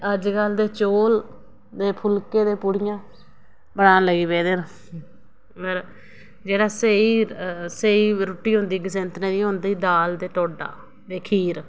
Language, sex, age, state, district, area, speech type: Dogri, female, 30-45, Jammu and Kashmir, Reasi, rural, spontaneous